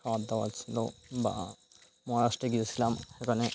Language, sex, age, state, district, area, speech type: Bengali, male, 45-60, West Bengal, Birbhum, urban, spontaneous